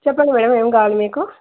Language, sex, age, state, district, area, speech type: Telugu, female, 45-60, Andhra Pradesh, Anantapur, urban, conversation